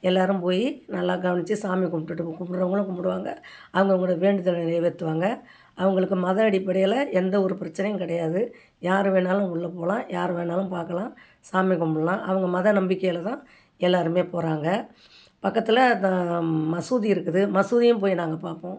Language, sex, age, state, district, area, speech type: Tamil, female, 60+, Tamil Nadu, Ariyalur, rural, spontaneous